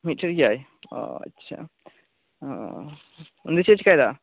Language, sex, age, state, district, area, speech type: Santali, male, 18-30, West Bengal, Birbhum, rural, conversation